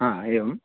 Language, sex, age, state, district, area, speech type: Sanskrit, male, 18-30, Karnataka, Chikkamagaluru, rural, conversation